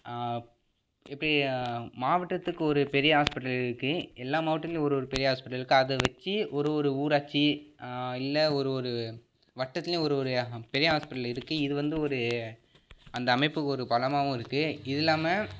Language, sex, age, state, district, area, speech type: Tamil, male, 30-45, Tamil Nadu, Tiruvarur, urban, spontaneous